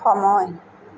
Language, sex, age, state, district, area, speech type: Assamese, female, 45-60, Assam, Tinsukia, rural, read